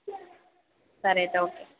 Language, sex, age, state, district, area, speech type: Telugu, female, 30-45, Andhra Pradesh, East Godavari, rural, conversation